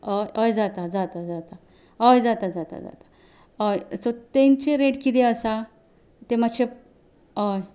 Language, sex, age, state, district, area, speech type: Goan Konkani, female, 30-45, Goa, Quepem, rural, spontaneous